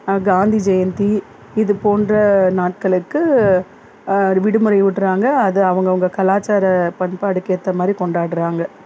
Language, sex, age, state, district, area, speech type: Tamil, female, 45-60, Tamil Nadu, Salem, rural, spontaneous